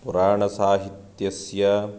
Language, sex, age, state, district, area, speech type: Sanskrit, male, 30-45, Karnataka, Shimoga, rural, spontaneous